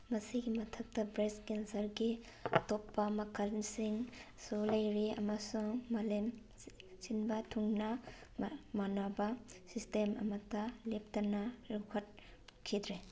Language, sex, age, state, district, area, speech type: Manipuri, female, 18-30, Manipur, Thoubal, rural, read